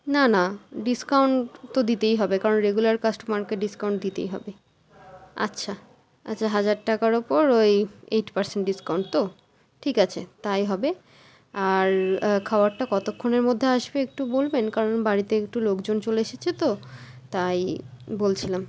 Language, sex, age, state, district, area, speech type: Bengali, female, 30-45, West Bengal, Malda, rural, spontaneous